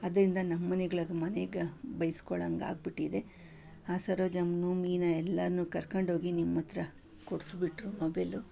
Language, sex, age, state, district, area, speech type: Kannada, female, 45-60, Karnataka, Bangalore Urban, urban, spontaneous